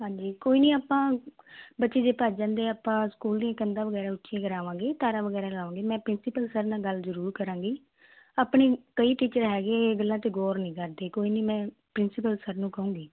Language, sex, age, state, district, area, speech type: Punjabi, female, 18-30, Punjab, Muktsar, rural, conversation